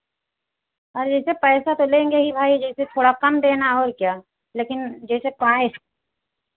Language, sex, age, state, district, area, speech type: Hindi, female, 60+, Uttar Pradesh, Ayodhya, rural, conversation